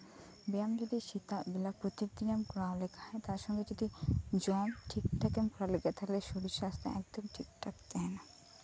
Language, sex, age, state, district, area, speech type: Santali, female, 18-30, West Bengal, Birbhum, rural, spontaneous